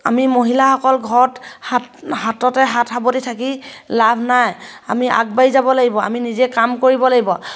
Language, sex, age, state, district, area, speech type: Assamese, female, 30-45, Assam, Sivasagar, rural, spontaneous